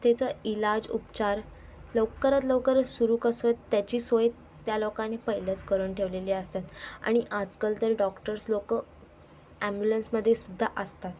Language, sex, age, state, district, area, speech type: Marathi, female, 18-30, Maharashtra, Thane, urban, spontaneous